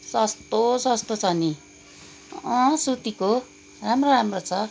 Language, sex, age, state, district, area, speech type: Nepali, female, 45-60, West Bengal, Kalimpong, rural, spontaneous